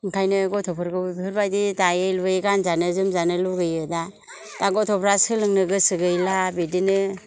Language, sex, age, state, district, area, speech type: Bodo, female, 60+, Assam, Kokrajhar, rural, spontaneous